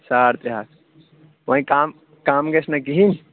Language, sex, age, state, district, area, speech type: Kashmiri, male, 18-30, Jammu and Kashmir, Kulgam, rural, conversation